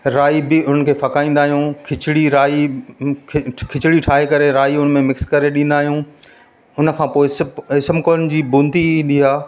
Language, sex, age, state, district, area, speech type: Sindhi, male, 45-60, Madhya Pradesh, Katni, rural, spontaneous